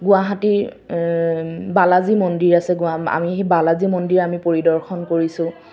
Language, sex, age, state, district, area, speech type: Assamese, female, 18-30, Assam, Kamrup Metropolitan, urban, spontaneous